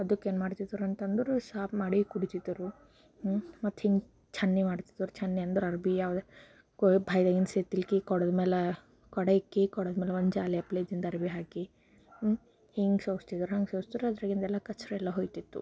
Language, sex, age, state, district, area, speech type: Kannada, female, 18-30, Karnataka, Bidar, rural, spontaneous